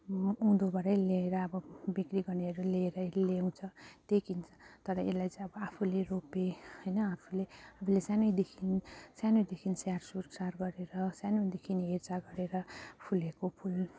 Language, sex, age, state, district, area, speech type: Nepali, female, 30-45, West Bengal, Jalpaiguri, urban, spontaneous